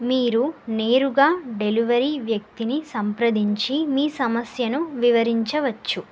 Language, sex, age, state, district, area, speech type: Telugu, female, 18-30, Telangana, Nagarkurnool, urban, spontaneous